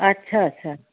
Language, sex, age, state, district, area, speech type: Sindhi, female, 45-60, Uttar Pradesh, Lucknow, urban, conversation